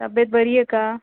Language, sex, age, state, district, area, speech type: Marathi, female, 30-45, Maharashtra, Nanded, urban, conversation